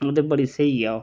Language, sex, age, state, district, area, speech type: Dogri, male, 30-45, Jammu and Kashmir, Reasi, rural, spontaneous